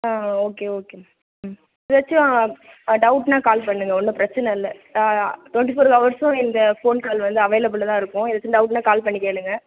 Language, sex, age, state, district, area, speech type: Tamil, female, 18-30, Tamil Nadu, Cuddalore, rural, conversation